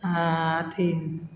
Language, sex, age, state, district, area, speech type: Maithili, female, 45-60, Bihar, Begusarai, rural, spontaneous